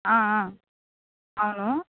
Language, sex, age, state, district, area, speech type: Telugu, female, 45-60, Andhra Pradesh, Kadapa, urban, conversation